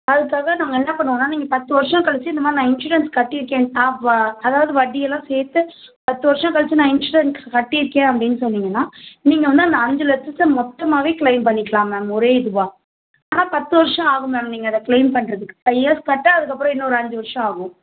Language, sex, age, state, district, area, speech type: Tamil, female, 30-45, Tamil Nadu, Tiruvallur, urban, conversation